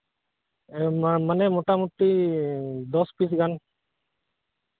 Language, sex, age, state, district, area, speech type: Santali, male, 18-30, Jharkhand, East Singhbhum, rural, conversation